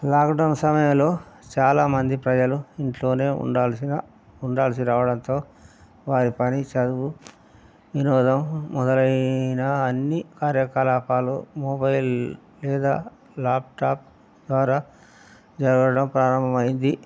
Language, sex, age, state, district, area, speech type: Telugu, male, 60+, Telangana, Hanamkonda, rural, spontaneous